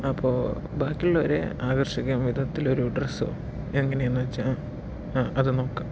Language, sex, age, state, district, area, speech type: Malayalam, male, 30-45, Kerala, Palakkad, rural, spontaneous